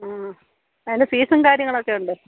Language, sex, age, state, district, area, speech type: Malayalam, female, 45-60, Kerala, Kollam, rural, conversation